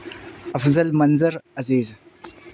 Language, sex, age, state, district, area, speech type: Urdu, male, 18-30, Bihar, Supaul, rural, spontaneous